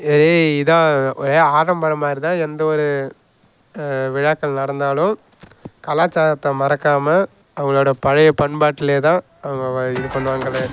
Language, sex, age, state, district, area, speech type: Tamil, male, 18-30, Tamil Nadu, Kallakurichi, rural, spontaneous